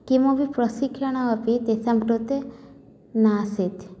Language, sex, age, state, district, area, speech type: Sanskrit, female, 18-30, Odisha, Cuttack, rural, spontaneous